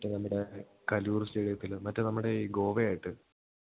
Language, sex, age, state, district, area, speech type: Malayalam, male, 18-30, Kerala, Idukki, rural, conversation